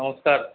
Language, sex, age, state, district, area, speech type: Odia, male, 45-60, Odisha, Nuapada, urban, conversation